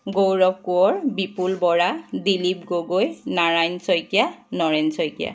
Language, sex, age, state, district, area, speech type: Assamese, female, 45-60, Assam, Charaideo, urban, spontaneous